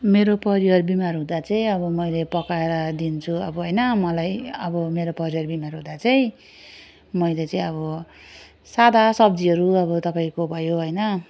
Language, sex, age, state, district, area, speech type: Nepali, female, 18-30, West Bengal, Darjeeling, rural, spontaneous